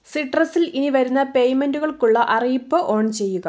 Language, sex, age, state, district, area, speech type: Malayalam, female, 18-30, Kerala, Wayanad, rural, read